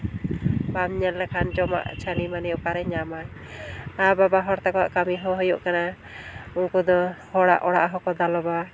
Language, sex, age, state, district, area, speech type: Santali, female, 30-45, West Bengal, Jhargram, rural, spontaneous